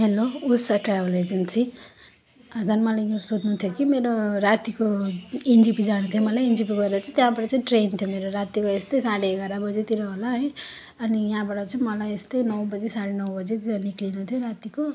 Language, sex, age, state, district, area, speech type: Nepali, female, 30-45, West Bengal, Jalpaiguri, rural, spontaneous